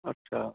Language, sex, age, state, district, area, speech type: Maithili, male, 30-45, Bihar, Madhubani, urban, conversation